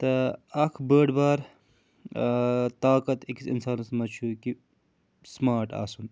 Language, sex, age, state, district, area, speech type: Kashmiri, male, 45-60, Jammu and Kashmir, Srinagar, urban, spontaneous